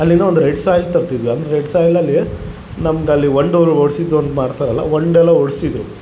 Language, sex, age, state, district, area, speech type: Kannada, male, 30-45, Karnataka, Vijayanagara, rural, spontaneous